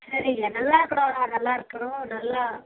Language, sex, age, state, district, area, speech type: Tamil, female, 30-45, Tamil Nadu, Tirupattur, rural, conversation